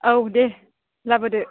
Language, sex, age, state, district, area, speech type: Bodo, female, 30-45, Assam, Udalguri, rural, conversation